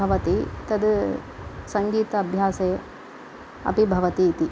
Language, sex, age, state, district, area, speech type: Sanskrit, female, 45-60, Tamil Nadu, Coimbatore, urban, spontaneous